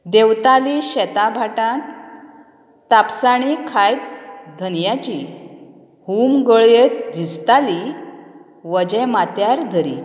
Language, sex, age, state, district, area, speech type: Goan Konkani, female, 30-45, Goa, Canacona, rural, spontaneous